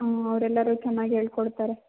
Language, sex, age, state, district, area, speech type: Kannada, female, 18-30, Karnataka, Chitradurga, rural, conversation